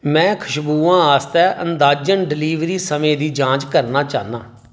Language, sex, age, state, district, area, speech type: Dogri, male, 45-60, Jammu and Kashmir, Reasi, urban, read